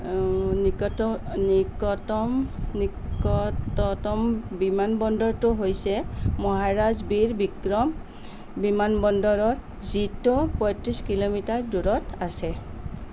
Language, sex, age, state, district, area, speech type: Assamese, female, 45-60, Assam, Nalbari, rural, read